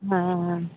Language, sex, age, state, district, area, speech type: Tamil, female, 30-45, Tamil Nadu, Mayiladuthurai, urban, conversation